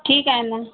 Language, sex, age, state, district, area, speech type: Marathi, female, 30-45, Maharashtra, Yavatmal, rural, conversation